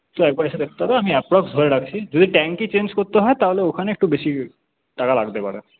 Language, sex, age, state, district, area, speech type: Bengali, male, 30-45, West Bengal, Paschim Bardhaman, urban, conversation